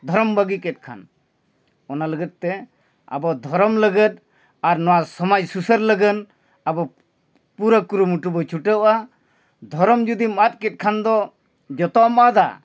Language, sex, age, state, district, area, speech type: Santali, male, 45-60, Jharkhand, Bokaro, rural, spontaneous